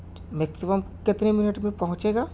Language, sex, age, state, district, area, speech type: Urdu, male, 30-45, Uttar Pradesh, Mau, urban, spontaneous